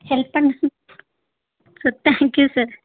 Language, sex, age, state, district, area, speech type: Tamil, female, 18-30, Tamil Nadu, Tirupattur, rural, conversation